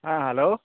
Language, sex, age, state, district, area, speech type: Assamese, male, 18-30, Assam, Golaghat, urban, conversation